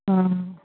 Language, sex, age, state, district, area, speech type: Maithili, female, 60+, Bihar, Araria, rural, conversation